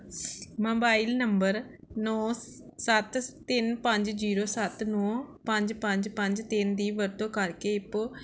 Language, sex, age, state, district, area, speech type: Punjabi, female, 30-45, Punjab, Pathankot, urban, read